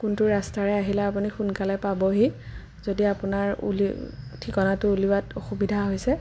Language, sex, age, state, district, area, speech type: Assamese, female, 18-30, Assam, Sonitpur, rural, spontaneous